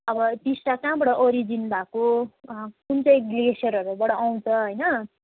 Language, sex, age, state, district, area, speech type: Nepali, female, 18-30, West Bengal, Jalpaiguri, urban, conversation